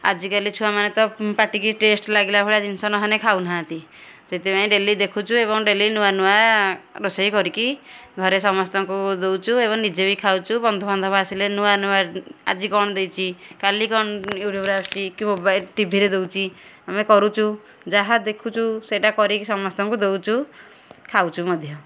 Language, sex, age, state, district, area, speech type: Odia, female, 30-45, Odisha, Kendujhar, urban, spontaneous